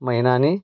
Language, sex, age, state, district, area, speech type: Marathi, male, 30-45, Maharashtra, Pune, urban, spontaneous